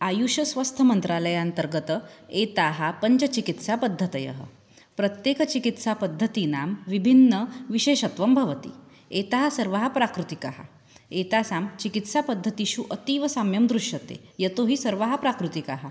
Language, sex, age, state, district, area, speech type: Sanskrit, female, 30-45, Maharashtra, Nagpur, urban, spontaneous